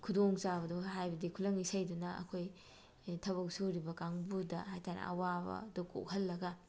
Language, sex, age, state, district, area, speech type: Manipuri, female, 45-60, Manipur, Bishnupur, rural, spontaneous